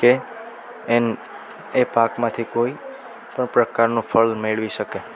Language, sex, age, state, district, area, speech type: Gujarati, male, 18-30, Gujarat, Rajkot, rural, spontaneous